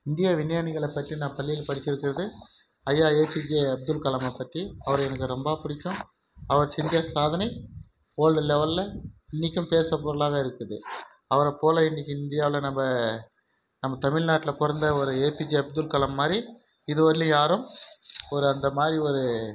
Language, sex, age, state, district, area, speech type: Tamil, male, 30-45, Tamil Nadu, Krishnagiri, rural, spontaneous